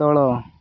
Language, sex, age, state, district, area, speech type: Odia, male, 18-30, Odisha, Koraput, urban, read